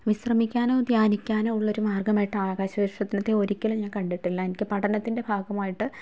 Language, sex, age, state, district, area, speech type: Malayalam, female, 30-45, Kerala, Ernakulam, rural, spontaneous